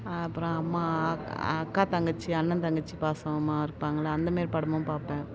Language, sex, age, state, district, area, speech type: Tamil, female, 30-45, Tamil Nadu, Tiruvannamalai, rural, spontaneous